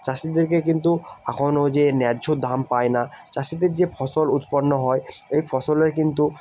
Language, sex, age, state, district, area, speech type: Bengali, male, 30-45, West Bengal, Jalpaiguri, rural, spontaneous